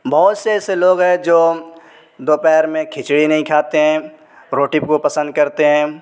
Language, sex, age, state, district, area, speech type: Urdu, male, 18-30, Uttar Pradesh, Saharanpur, urban, spontaneous